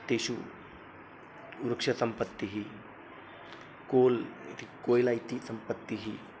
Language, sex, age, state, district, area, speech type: Sanskrit, male, 30-45, Maharashtra, Nagpur, urban, spontaneous